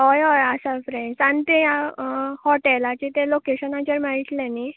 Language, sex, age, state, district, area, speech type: Goan Konkani, female, 18-30, Goa, Canacona, rural, conversation